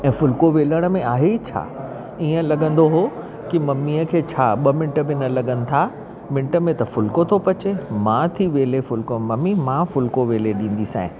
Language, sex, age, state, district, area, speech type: Sindhi, female, 60+, Delhi, South Delhi, urban, spontaneous